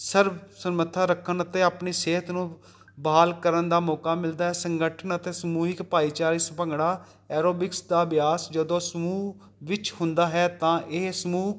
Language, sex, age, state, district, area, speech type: Punjabi, male, 45-60, Punjab, Jalandhar, urban, spontaneous